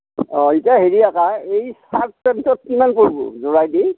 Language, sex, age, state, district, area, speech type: Assamese, male, 60+, Assam, Darrang, rural, conversation